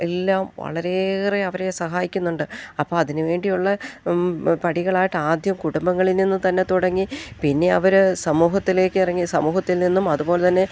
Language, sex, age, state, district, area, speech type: Malayalam, female, 45-60, Kerala, Idukki, rural, spontaneous